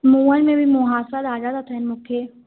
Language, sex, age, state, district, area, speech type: Sindhi, female, 18-30, Madhya Pradesh, Katni, urban, conversation